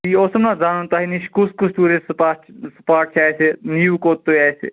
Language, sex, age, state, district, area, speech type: Kashmiri, male, 30-45, Jammu and Kashmir, Ganderbal, rural, conversation